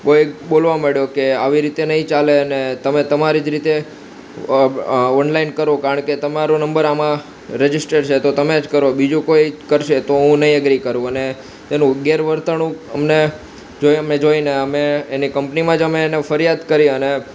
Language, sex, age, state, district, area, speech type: Gujarati, male, 18-30, Gujarat, Ahmedabad, urban, spontaneous